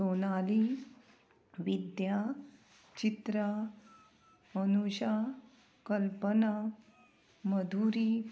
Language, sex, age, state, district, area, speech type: Goan Konkani, female, 45-60, Goa, Murmgao, rural, spontaneous